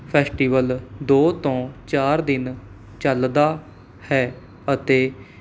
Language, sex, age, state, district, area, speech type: Punjabi, male, 18-30, Punjab, Mohali, urban, spontaneous